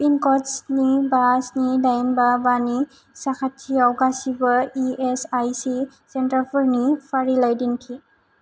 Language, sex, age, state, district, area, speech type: Bodo, female, 18-30, Assam, Kokrajhar, rural, read